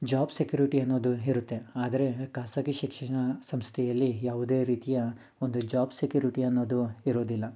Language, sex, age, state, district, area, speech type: Kannada, male, 30-45, Karnataka, Mysore, urban, spontaneous